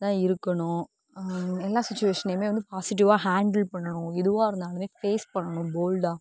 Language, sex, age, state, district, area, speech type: Tamil, female, 18-30, Tamil Nadu, Sivaganga, rural, spontaneous